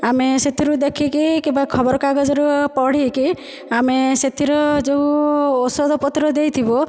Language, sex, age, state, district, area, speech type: Odia, female, 30-45, Odisha, Dhenkanal, rural, spontaneous